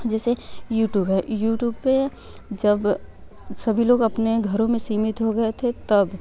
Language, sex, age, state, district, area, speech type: Hindi, female, 18-30, Uttar Pradesh, Varanasi, rural, spontaneous